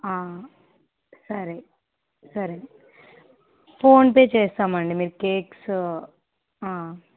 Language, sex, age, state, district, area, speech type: Telugu, female, 18-30, Andhra Pradesh, Nandyal, rural, conversation